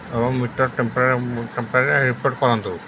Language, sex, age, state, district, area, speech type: Odia, male, 60+, Odisha, Sundergarh, urban, spontaneous